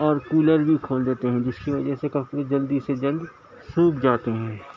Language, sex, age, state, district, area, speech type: Urdu, male, 60+, Telangana, Hyderabad, urban, spontaneous